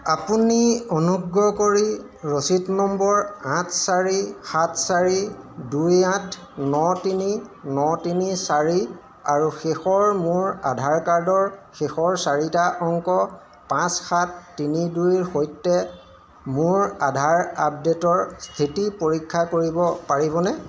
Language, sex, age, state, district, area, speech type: Assamese, male, 45-60, Assam, Golaghat, urban, read